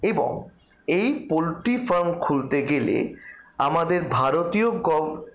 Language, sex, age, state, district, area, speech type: Bengali, male, 60+, West Bengal, Paschim Bardhaman, rural, spontaneous